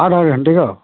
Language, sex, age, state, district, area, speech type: Hindi, male, 60+, Uttar Pradesh, Ayodhya, rural, conversation